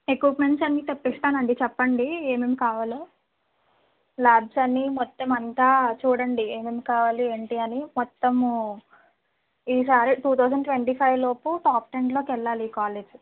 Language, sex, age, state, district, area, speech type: Telugu, female, 45-60, Andhra Pradesh, East Godavari, rural, conversation